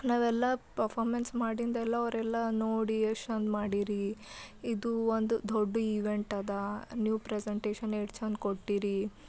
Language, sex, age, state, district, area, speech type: Kannada, female, 18-30, Karnataka, Bidar, urban, spontaneous